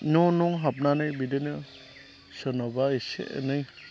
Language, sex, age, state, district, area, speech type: Bodo, male, 30-45, Assam, Chirang, rural, spontaneous